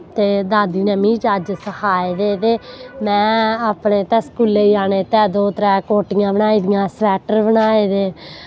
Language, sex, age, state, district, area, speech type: Dogri, female, 18-30, Jammu and Kashmir, Samba, rural, spontaneous